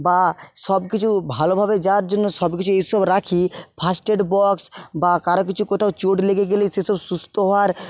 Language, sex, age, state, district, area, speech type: Bengali, male, 30-45, West Bengal, Jhargram, rural, spontaneous